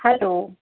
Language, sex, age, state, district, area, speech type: Gujarati, female, 45-60, Gujarat, Surat, urban, conversation